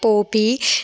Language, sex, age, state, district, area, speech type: Sindhi, female, 18-30, Gujarat, Junagadh, urban, spontaneous